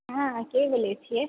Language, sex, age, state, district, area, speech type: Maithili, female, 18-30, Bihar, Purnia, rural, conversation